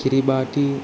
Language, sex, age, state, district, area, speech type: Telugu, male, 18-30, Andhra Pradesh, Krishna, urban, spontaneous